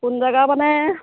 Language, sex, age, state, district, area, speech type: Assamese, female, 45-60, Assam, Dhemaji, rural, conversation